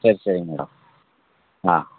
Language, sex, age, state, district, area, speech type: Tamil, male, 45-60, Tamil Nadu, Tenkasi, urban, conversation